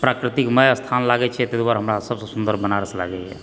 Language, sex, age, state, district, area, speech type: Maithili, female, 30-45, Bihar, Supaul, rural, spontaneous